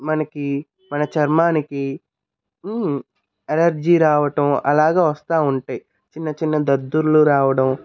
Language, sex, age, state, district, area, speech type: Telugu, male, 45-60, Andhra Pradesh, Krishna, urban, spontaneous